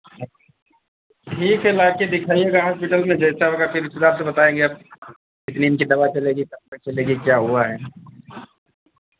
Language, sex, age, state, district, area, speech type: Hindi, male, 45-60, Uttar Pradesh, Ayodhya, rural, conversation